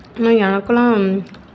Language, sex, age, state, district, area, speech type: Tamil, female, 30-45, Tamil Nadu, Mayiladuthurai, urban, spontaneous